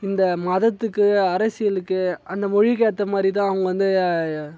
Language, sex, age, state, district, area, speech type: Tamil, male, 18-30, Tamil Nadu, Tiruvannamalai, rural, spontaneous